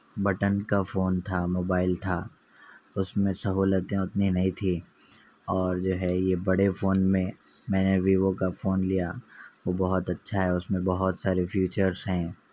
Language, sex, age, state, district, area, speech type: Urdu, male, 18-30, Telangana, Hyderabad, urban, spontaneous